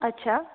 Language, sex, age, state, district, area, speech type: Marathi, female, 30-45, Maharashtra, Buldhana, urban, conversation